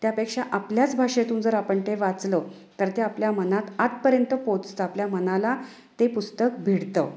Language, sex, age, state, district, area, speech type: Marathi, female, 30-45, Maharashtra, Sangli, urban, spontaneous